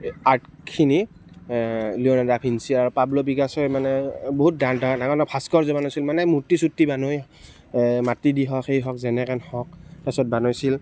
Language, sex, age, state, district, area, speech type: Assamese, male, 18-30, Assam, Biswanath, rural, spontaneous